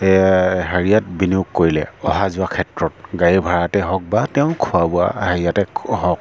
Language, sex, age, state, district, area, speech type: Assamese, male, 30-45, Assam, Sivasagar, rural, spontaneous